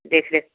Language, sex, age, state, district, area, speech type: Maithili, female, 45-60, Bihar, Samastipur, rural, conversation